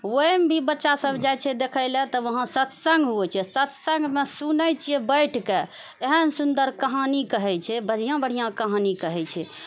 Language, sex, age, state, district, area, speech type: Maithili, female, 45-60, Bihar, Purnia, rural, spontaneous